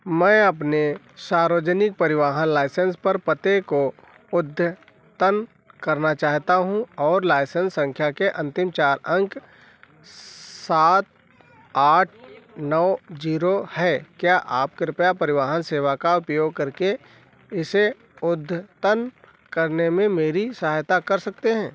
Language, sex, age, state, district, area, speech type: Hindi, male, 45-60, Uttar Pradesh, Sitapur, rural, read